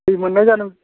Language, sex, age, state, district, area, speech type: Bodo, male, 60+, Assam, Kokrajhar, urban, conversation